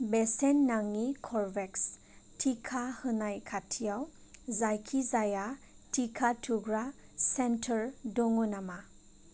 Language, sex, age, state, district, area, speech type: Bodo, male, 30-45, Assam, Chirang, rural, read